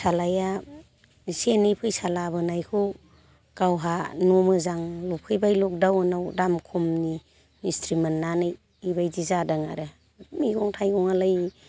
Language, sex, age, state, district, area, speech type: Bodo, female, 60+, Assam, Chirang, rural, spontaneous